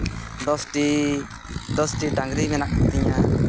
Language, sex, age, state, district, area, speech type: Santali, male, 30-45, West Bengal, Purulia, rural, spontaneous